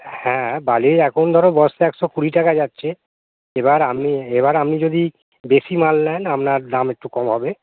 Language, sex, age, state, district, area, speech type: Bengali, male, 45-60, West Bengal, Hooghly, rural, conversation